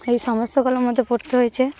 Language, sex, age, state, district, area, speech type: Bengali, female, 18-30, West Bengal, Cooch Behar, urban, spontaneous